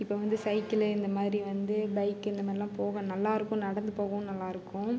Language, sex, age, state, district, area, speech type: Tamil, female, 18-30, Tamil Nadu, Ariyalur, rural, spontaneous